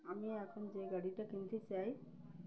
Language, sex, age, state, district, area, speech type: Bengali, female, 45-60, West Bengal, Uttar Dinajpur, urban, spontaneous